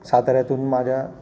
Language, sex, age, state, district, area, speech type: Marathi, male, 30-45, Maharashtra, Satara, urban, spontaneous